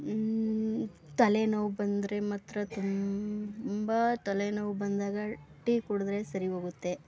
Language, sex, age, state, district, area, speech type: Kannada, female, 30-45, Karnataka, Mandya, rural, spontaneous